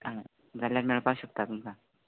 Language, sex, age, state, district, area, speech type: Goan Konkani, male, 18-30, Goa, Quepem, rural, conversation